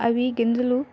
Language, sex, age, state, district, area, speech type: Telugu, female, 45-60, Andhra Pradesh, Vizianagaram, rural, spontaneous